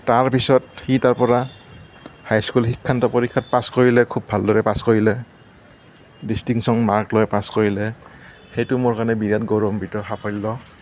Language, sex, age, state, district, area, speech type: Assamese, male, 60+, Assam, Morigaon, rural, spontaneous